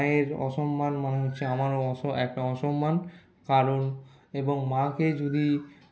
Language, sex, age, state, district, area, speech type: Bengali, male, 60+, West Bengal, Paschim Bardhaman, urban, spontaneous